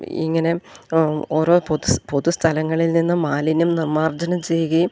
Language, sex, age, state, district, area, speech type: Malayalam, female, 45-60, Kerala, Idukki, rural, spontaneous